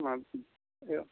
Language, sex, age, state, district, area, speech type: Assamese, male, 45-60, Assam, Golaghat, urban, conversation